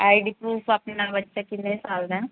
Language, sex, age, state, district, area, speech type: Punjabi, female, 30-45, Punjab, Mansa, urban, conversation